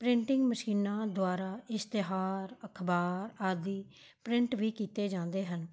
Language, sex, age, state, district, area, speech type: Punjabi, female, 45-60, Punjab, Mohali, urban, spontaneous